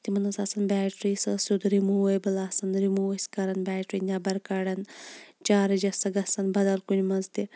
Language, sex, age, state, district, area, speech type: Kashmiri, female, 30-45, Jammu and Kashmir, Shopian, rural, spontaneous